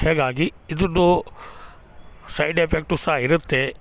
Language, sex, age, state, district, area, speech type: Kannada, male, 45-60, Karnataka, Chikkamagaluru, rural, spontaneous